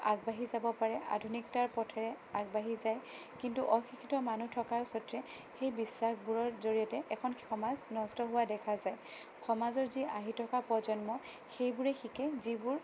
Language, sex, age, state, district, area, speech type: Assamese, female, 30-45, Assam, Sonitpur, rural, spontaneous